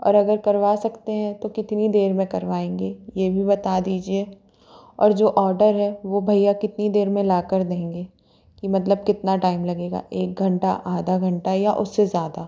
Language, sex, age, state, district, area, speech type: Hindi, female, 30-45, Madhya Pradesh, Jabalpur, urban, spontaneous